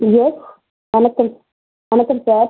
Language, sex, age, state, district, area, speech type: Tamil, female, 30-45, Tamil Nadu, Pudukkottai, urban, conversation